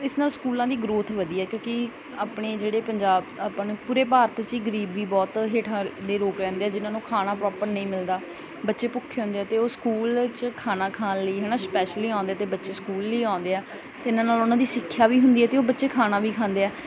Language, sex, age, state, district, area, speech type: Punjabi, female, 18-30, Punjab, Bathinda, rural, spontaneous